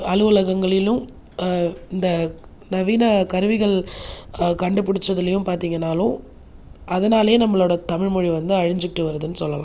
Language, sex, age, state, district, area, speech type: Tamil, female, 30-45, Tamil Nadu, Viluppuram, urban, spontaneous